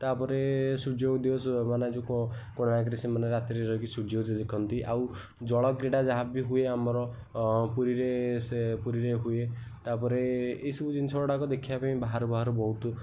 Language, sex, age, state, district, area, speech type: Odia, male, 18-30, Odisha, Kendujhar, urban, spontaneous